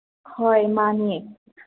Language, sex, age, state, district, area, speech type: Manipuri, female, 18-30, Manipur, Senapati, urban, conversation